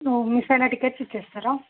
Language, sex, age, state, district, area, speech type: Telugu, female, 18-30, Telangana, Medchal, urban, conversation